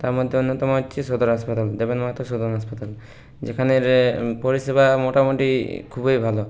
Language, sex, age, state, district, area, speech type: Bengali, male, 30-45, West Bengal, Purulia, urban, spontaneous